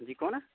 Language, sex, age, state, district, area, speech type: Dogri, male, 18-30, Jammu and Kashmir, Udhampur, rural, conversation